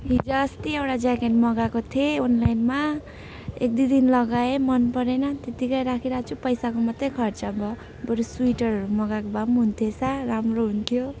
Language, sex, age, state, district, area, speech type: Nepali, female, 18-30, West Bengal, Jalpaiguri, urban, spontaneous